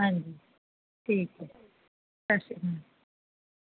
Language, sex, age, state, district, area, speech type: Punjabi, female, 18-30, Punjab, Barnala, rural, conversation